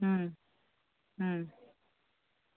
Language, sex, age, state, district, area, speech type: Bengali, female, 30-45, West Bengal, Darjeeling, rural, conversation